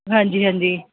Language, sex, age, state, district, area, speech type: Punjabi, female, 30-45, Punjab, Kapurthala, urban, conversation